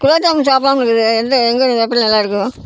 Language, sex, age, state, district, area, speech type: Tamil, female, 60+, Tamil Nadu, Namakkal, rural, spontaneous